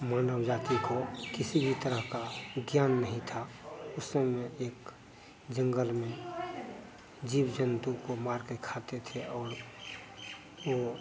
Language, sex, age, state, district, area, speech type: Hindi, male, 30-45, Bihar, Madhepura, rural, spontaneous